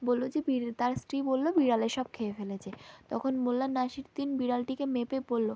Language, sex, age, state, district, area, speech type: Bengali, female, 18-30, West Bengal, South 24 Parganas, rural, spontaneous